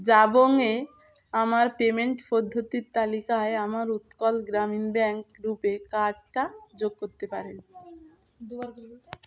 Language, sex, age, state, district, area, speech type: Bengali, female, 30-45, West Bengal, Dakshin Dinajpur, urban, read